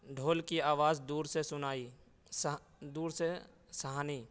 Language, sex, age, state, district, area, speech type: Urdu, male, 18-30, Uttar Pradesh, Saharanpur, urban, spontaneous